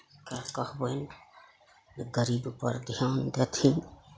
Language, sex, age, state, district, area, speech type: Maithili, female, 45-60, Bihar, Araria, rural, spontaneous